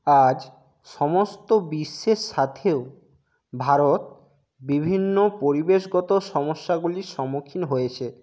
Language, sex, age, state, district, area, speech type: Bengali, male, 30-45, West Bengal, Jhargram, rural, spontaneous